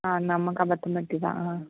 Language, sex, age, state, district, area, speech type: Malayalam, female, 30-45, Kerala, Kollam, rural, conversation